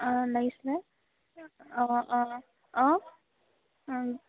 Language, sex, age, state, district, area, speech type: Assamese, female, 18-30, Assam, Sivasagar, rural, conversation